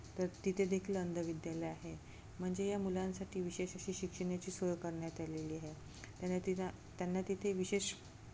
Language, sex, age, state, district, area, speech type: Marathi, female, 30-45, Maharashtra, Amravati, rural, spontaneous